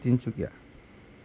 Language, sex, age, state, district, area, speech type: Assamese, male, 18-30, Assam, Jorhat, urban, spontaneous